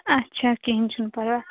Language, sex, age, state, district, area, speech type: Kashmiri, female, 18-30, Jammu and Kashmir, Shopian, rural, conversation